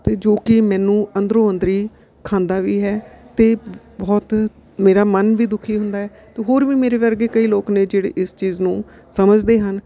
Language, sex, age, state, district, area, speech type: Punjabi, female, 45-60, Punjab, Bathinda, urban, spontaneous